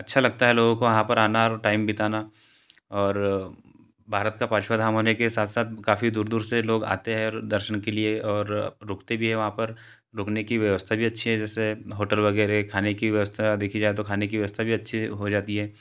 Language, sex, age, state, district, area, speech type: Hindi, male, 30-45, Madhya Pradesh, Betul, rural, spontaneous